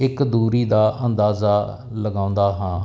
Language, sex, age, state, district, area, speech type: Punjabi, male, 45-60, Punjab, Barnala, urban, spontaneous